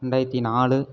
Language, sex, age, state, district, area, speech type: Tamil, male, 18-30, Tamil Nadu, Erode, rural, spontaneous